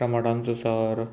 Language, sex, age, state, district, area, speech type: Goan Konkani, male, 18-30, Goa, Murmgao, rural, spontaneous